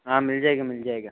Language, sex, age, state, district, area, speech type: Hindi, male, 18-30, Rajasthan, Jodhpur, urban, conversation